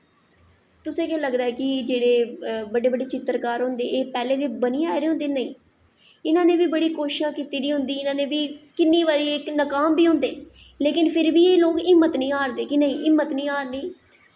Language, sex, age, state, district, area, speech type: Dogri, female, 18-30, Jammu and Kashmir, Jammu, urban, spontaneous